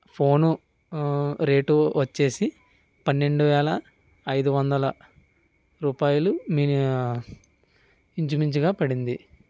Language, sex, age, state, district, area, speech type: Telugu, male, 45-60, Andhra Pradesh, East Godavari, rural, spontaneous